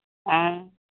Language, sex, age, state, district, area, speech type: Santali, female, 45-60, West Bengal, Birbhum, rural, conversation